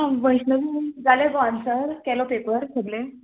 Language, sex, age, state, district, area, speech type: Goan Konkani, female, 18-30, Goa, Murmgao, urban, conversation